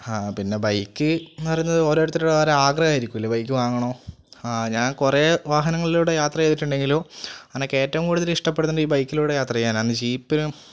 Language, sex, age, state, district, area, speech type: Malayalam, male, 18-30, Kerala, Wayanad, rural, spontaneous